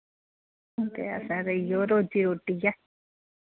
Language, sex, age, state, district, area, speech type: Dogri, female, 45-60, Jammu and Kashmir, Udhampur, rural, conversation